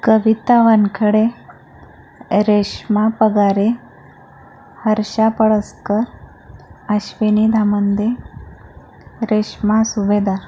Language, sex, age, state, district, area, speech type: Marathi, female, 45-60, Maharashtra, Akola, urban, spontaneous